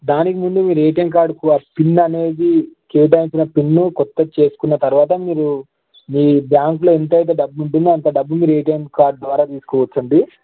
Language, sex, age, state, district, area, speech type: Telugu, male, 18-30, Telangana, Yadadri Bhuvanagiri, urban, conversation